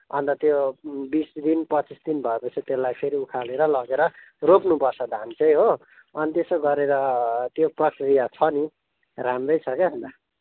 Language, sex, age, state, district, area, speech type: Nepali, male, 18-30, West Bengal, Kalimpong, rural, conversation